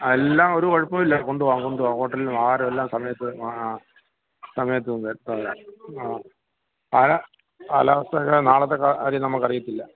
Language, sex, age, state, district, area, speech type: Malayalam, male, 60+, Kerala, Kollam, rural, conversation